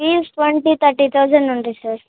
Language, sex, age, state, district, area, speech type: Telugu, male, 18-30, Andhra Pradesh, Srikakulam, urban, conversation